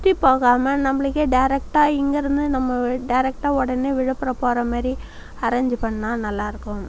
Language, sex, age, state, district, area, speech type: Tamil, female, 45-60, Tamil Nadu, Viluppuram, rural, spontaneous